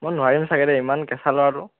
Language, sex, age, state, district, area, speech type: Assamese, male, 18-30, Assam, Dhemaji, urban, conversation